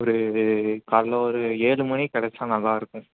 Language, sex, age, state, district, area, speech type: Tamil, male, 18-30, Tamil Nadu, Chennai, urban, conversation